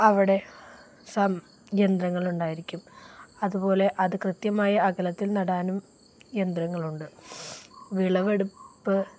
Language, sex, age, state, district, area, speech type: Malayalam, female, 45-60, Kerala, Palakkad, rural, spontaneous